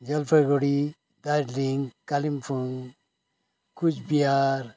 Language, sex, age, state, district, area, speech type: Nepali, male, 60+, West Bengal, Kalimpong, rural, spontaneous